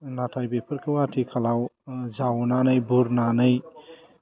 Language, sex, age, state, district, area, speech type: Bodo, male, 30-45, Assam, Udalguri, urban, spontaneous